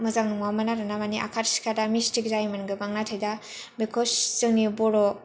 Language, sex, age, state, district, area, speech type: Bodo, female, 18-30, Assam, Kokrajhar, urban, spontaneous